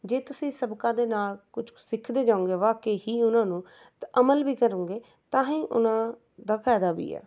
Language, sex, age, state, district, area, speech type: Punjabi, female, 30-45, Punjab, Rupnagar, urban, spontaneous